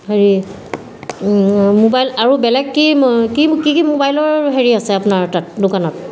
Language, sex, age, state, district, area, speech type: Assamese, female, 45-60, Assam, Sivasagar, urban, spontaneous